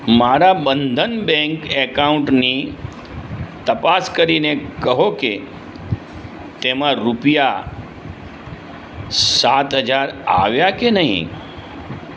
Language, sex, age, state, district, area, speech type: Gujarati, male, 60+, Gujarat, Aravalli, urban, read